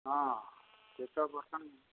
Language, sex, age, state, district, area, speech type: Odia, male, 60+, Odisha, Angul, rural, conversation